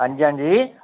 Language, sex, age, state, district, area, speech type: Dogri, male, 45-60, Jammu and Kashmir, Udhampur, urban, conversation